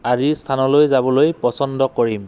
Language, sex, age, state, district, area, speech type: Assamese, male, 30-45, Assam, Dhemaji, rural, spontaneous